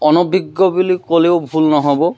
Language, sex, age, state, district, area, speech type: Assamese, male, 30-45, Assam, Majuli, urban, spontaneous